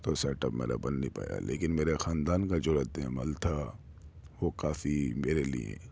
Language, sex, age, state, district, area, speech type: Urdu, male, 30-45, Delhi, Central Delhi, urban, spontaneous